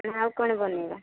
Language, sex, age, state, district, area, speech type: Odia, female, 45-60, Odisha, Gajapati, rural, conversation